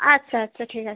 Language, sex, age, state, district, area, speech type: Bengali, female, 18-30, West Bengal, Howrah, urban, conversation